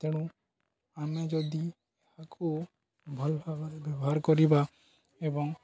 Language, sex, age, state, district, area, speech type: Odia, male, 18-30, Odisha, Balangir, urban, spontaneous